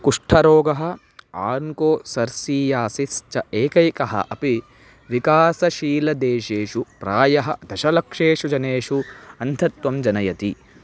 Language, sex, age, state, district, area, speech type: Sanskrit, male, 18-30, Karnataka, Chitradurga, urban, read